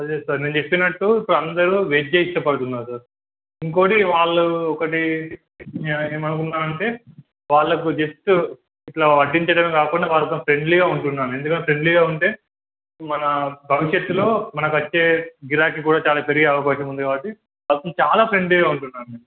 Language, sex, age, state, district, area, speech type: Telugu, male, 18-30, Telangana, Hanamkonda, urban, conversation